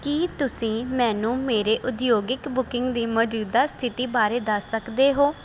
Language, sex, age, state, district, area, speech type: Punjabi, female, 18-30, Punjab, Faridkot, rural, read